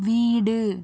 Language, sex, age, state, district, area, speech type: Tamil, female, 30-45, Tamil Nadu, Pudukkottai, rural, read